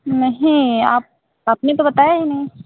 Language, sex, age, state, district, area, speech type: Hindi, female, 30-45, Uttar Pradesh, Sonbhadra, rural, conversation